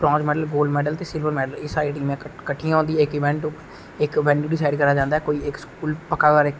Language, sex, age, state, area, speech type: Dogri, male, 18-30, Jammu and Kashmir, rural, spontaneous